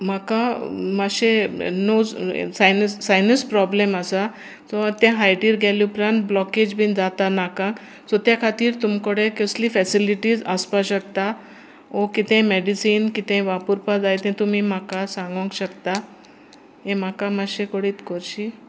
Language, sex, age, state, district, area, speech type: Goan Konkani, female, 60+, Goa, Sanguem, rural, spontaneous